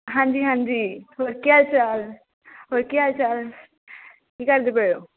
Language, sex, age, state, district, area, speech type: Punjabi, female, 18-30, Punjab, Amritsar, urban, conversation